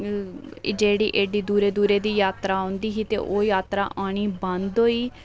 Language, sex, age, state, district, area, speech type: Dogri, female, 18-30, Jammu and Kashmir, Reasi, rural, spontaneous